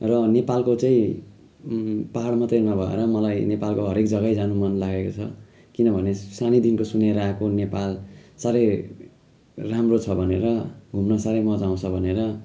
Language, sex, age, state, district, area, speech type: Nepali, male, 30-45, West Bengal, Jalpaiguri, rural, spontaneous